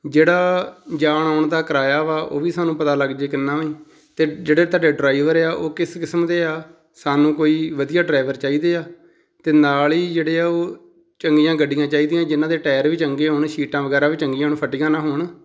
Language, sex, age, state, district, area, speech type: Punjabi, male, 45-60, Punjab, Tarn Taran, rural, spontaneous